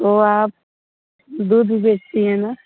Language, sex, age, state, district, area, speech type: Hindi, female, 18-30, Uttar Pradesh, Mirzapur, rural, conversation